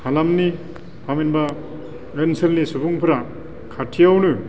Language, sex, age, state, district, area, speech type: Bodo, male, 45-60, Assam, Baksa, urban, spontaneous